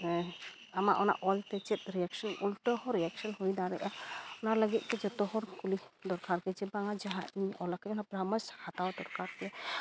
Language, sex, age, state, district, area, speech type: Santali, female, 30-45, Jharkhand, East Singhbhum, rural, spontaneous